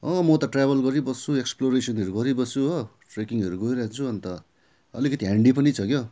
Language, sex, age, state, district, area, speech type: Nepali, male, 45-60, West Bengal, Darjeeling, rural, spontaneous